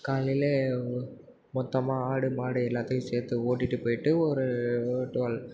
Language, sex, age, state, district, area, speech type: Tamil, male, 18-30, Tamil Nadu, Nagapattinam, rural, spontaneous